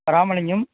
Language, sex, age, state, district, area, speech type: Tamil, male, 45-60, Tamil Nadu, Ariyalur, rural, conversation